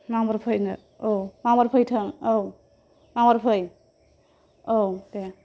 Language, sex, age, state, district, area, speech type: Bodo, female, 18-30, Assam, Kokrajhar, urban, spontaneous